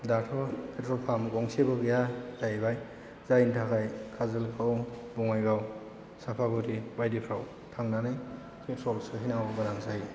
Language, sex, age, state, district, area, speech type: Bodo, male, 18-30, Assam, Chirang, rural, spontaneous